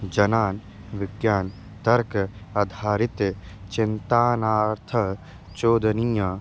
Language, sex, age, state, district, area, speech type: Sanskrit, male, 18-30, Bihar, East Champaran, urban, spontaneous